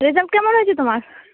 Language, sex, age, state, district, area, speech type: Bengali, female, 18-30, West Bengal, Malda, urban, conversation